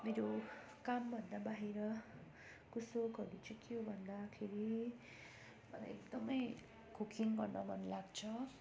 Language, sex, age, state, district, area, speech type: Nepali, female, 30-45, West Bengal, Darjeeling, rural, spontaneous